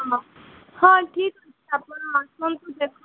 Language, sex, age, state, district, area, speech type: Odia, female, 18-30, Odisha, Sundergarh, urban, conversation